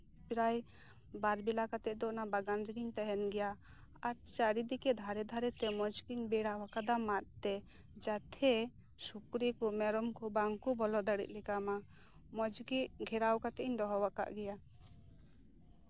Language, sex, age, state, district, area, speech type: Santali, female, 30-45, West Bengal, Birbhum, rural, spontaneous